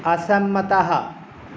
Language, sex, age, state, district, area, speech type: Sanskrit, male, 30-45, West Bengal, North 24 Parganas, urban, read